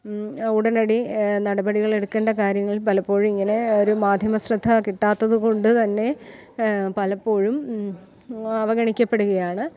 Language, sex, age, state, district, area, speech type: Malayalam, female, 30-45, Kerala, Kottayam, rural, spontaneous